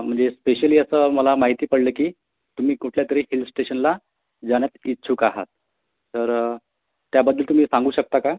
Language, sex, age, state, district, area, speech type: Marathi, male, 30-45, Maharashtra, Wardha, urban, conversation